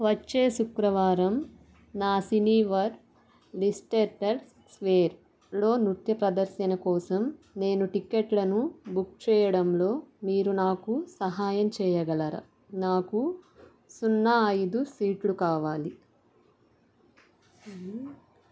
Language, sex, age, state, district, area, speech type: Telugu, female, 30-45, Andhra Pradesh, Bapatla, rural, read